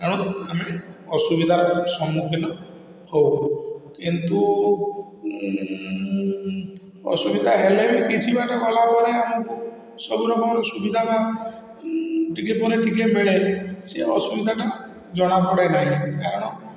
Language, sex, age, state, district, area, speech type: Odia, male, 45-60, Odisha, Balasore, rural, spontaneous